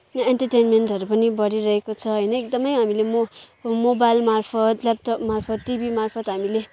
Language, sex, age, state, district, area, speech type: Nepali, female, 18-30, West Bengal, Kalimpong, rural, spontaneous